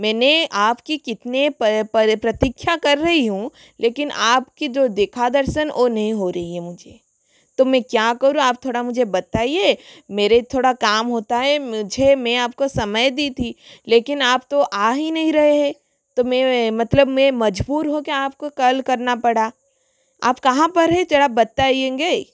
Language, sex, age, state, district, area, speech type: Hindi, female, 30-45, Rajasthan, Jodhpur, rural, spontaneous